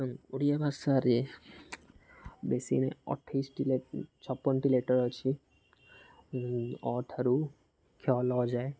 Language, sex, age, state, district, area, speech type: Odia, male, 18-30, Odisha, Jagatsinghpur, rural, spontaneous